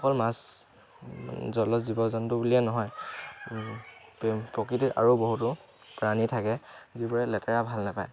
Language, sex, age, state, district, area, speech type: Assamese, male, 18-30, Assam, Dhemaji, urban, spontaneous